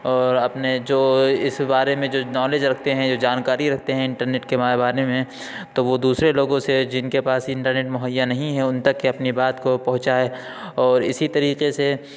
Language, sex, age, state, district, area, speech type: Urdu, male, 45-60, Uttar Pradesh, Lucknow, urban, spontaneous